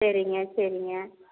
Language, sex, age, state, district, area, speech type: Tamil, female, 45-60, Tamil Nadu, Erode, rural, conversation